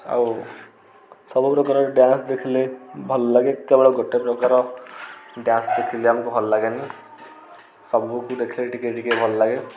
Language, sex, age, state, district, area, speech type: Odia, male, 45-60, Odisha, Kendujhar, urban, spontaneous